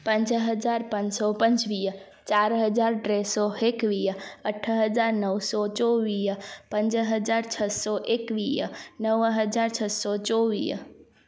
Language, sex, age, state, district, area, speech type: Sindhi, female, 18-30, Gujarat, Junagadh, rural, spontaneous